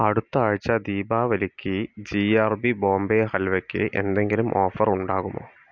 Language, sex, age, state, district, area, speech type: Malayalam, male, 45-60, Kerala, Palakkad, rural, read